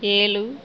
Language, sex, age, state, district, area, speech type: Tamil, female, 45-60, Tamil Nadu, Perambalur, rural, read